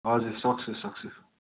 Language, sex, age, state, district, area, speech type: Nepali, male, 18-30, West Bengal, Darjeeling, rural, conversation